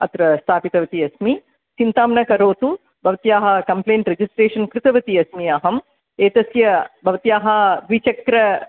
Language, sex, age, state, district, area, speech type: Sanskrit, female, 45-60, Tamil Nadu, Chennai, urban, conversation